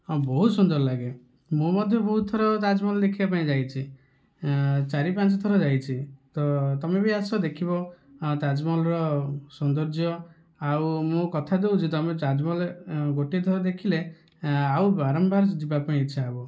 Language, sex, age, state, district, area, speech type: Odia, male, 30-45, Odisha, Kandhamal, rural, spontaneous